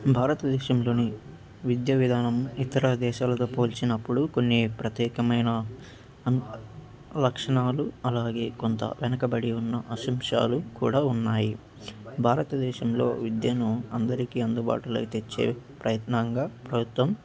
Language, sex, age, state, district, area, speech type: Telugu, male, 18-30, Andhra Pradesh, Annamaya, rural, spontaneous